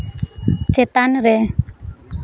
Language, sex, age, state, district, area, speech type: Santali, female, 18-30, West Bengal, Jhargram, rural, read